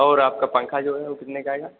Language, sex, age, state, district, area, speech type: Hindi, male, 18-30, Uttar Pradesh, Azamgarh, rural, conversation